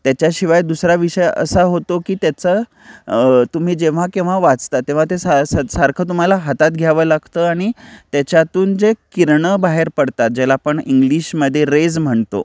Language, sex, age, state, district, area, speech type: Marathi, male, 30-45, Maharashtra, Kolhapur, urban, spontaneous